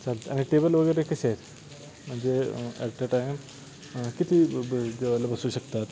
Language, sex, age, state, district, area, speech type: Marathi, male, 18-30, Maharashtra, Satara, rural, spontaneous